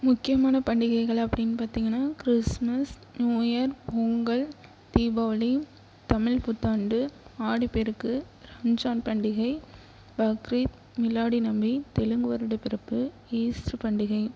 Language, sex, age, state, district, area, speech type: Tamil, female, 18-30, Tamil Nadu, Tiruchirappalli, rural, spontaneous